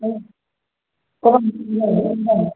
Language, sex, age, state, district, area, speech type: Sanskrit, male, 30-45, Karnataka, Vijayapura, urban, conversation